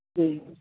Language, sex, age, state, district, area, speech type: Hindi, male, 30-45, Bihar, Madhepura, rural, conversation